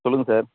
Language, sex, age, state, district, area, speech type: Tamil, male, 30-45, Tamil Nadu, Chengalpattu, rural, conversation